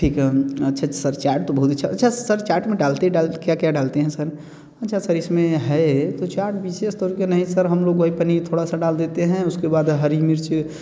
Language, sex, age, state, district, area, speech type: Hindi, male, 30-45, Uttar Pradesh, Bhadohi, urban, spontaneous